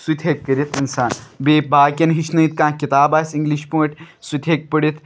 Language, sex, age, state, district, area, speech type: Kashmiri, male, 18-30, Jammu and Kashmir, Pulwama, urban, spontaneous